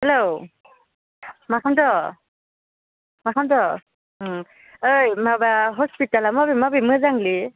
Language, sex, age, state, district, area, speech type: Bodo, female, 18-30, Assam, Udalguri, rural, conversation